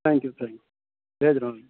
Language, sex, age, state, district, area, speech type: Urdu, male, 18-30, Uttar Pradesh, Saharanpur, urban, conversation